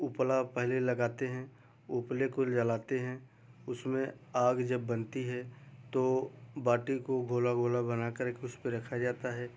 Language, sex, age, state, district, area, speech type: Hindi, male, 30-45, Uttar Pradesh, Jaunpur, rural, spontaneous